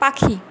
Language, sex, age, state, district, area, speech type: Bengali, female, 18-30, West Bengal, Purulia, rural, read